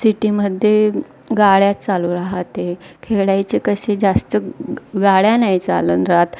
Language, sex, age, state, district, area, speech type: Marathi, female, 30-45, Maharashtra, Wardha, rural, spontaneous